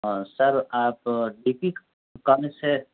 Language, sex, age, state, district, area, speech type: Urdu, female, 30-45, Uttar Pradesh, Gautam Buddha Nagar, rural, conversation